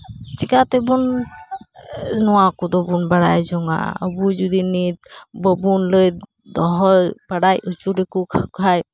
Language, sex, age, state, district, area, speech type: Santali, female, 30-45, West Bengal, Uttar Dinajpur, rural, spontaneous